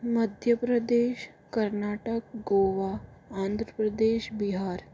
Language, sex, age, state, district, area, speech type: Hindi, female, 45-60, Rajasthan, Jaipur, urban, spontaneous